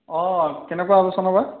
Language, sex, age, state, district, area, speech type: Assamese, male, 30-45, Assam, Biswanath, rural, conversation